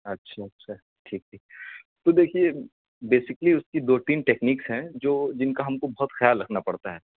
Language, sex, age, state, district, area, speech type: Urdu, male, 18-30, Uttar Pradesh, Siddharthnagar, rural, conversation